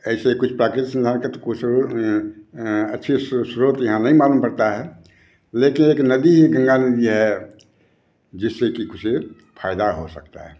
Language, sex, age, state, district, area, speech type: Hindi, male, 60+, Bihar, Begusarai, rural, spontaneous